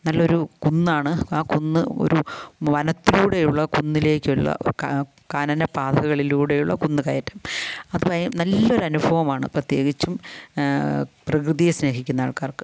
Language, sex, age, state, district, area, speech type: Malayalam, female, 60+, Kerala, Kasaragod, rural, spontaneous